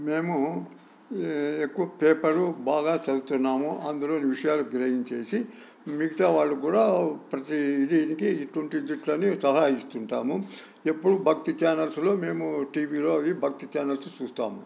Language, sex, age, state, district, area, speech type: Telugu, male, 60+, Andhra Pradesh, Sri Satya Sai, urban, spontaneous